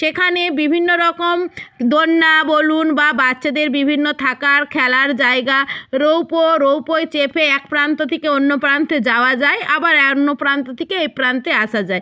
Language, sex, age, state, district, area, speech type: Bengali, female, 45-60, West Bengal, Purba Medinipur, rural, spontaneous